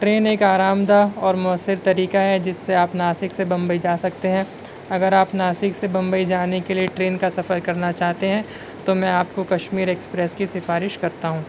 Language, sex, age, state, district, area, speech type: Urdu, male, 60+, Maharashtra, Nashik, urban, spontaneous